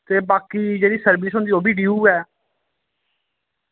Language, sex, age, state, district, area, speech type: Dogri, male, 30-45, Jammu and Kashmir, Samba, rural, conversation